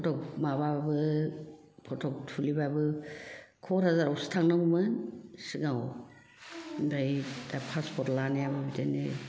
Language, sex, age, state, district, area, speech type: Bodo, female, 60+, Assam, Kokrajhar, rural, spontaneous